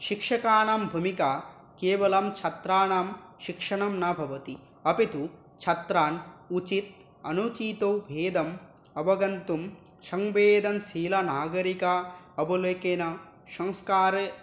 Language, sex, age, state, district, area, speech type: Sanskrit, male, 18-30, West Bengal, Dakshin Dinajpur, rural, spontaneous